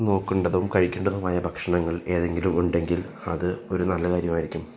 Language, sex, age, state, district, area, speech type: Malayalam, male, 18-30, Kerala, Thrissur, urban, spontaneous